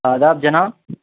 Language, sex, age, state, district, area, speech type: Urdu, male, 18-30, Uttar Pradesh, Azamgarh, rural, conversation